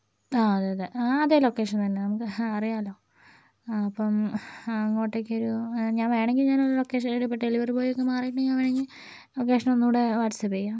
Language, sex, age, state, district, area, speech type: Malayalam, female, 60+, Kerala, Kozhikode, urban, spontaneous